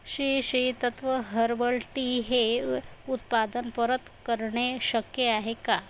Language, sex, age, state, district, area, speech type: Marathi, female, 60+, Maharashtra, Nagpur, rural, read